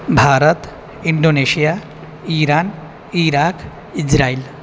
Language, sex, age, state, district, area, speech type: Sanskrit, male, 18-30, Assam, Kokrajhar, rural, spontaneous